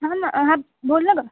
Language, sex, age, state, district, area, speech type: Marathi, female, 18-30, Maharashtra, Wardha, rural, conversation